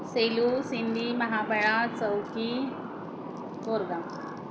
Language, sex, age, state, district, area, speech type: Marathi, female, 45-60, Maharashtra, Wardha, urban, spontaneous